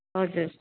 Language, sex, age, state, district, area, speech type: Nepali, female, 45-60, West Bengal, Darjeeling, rural, conversation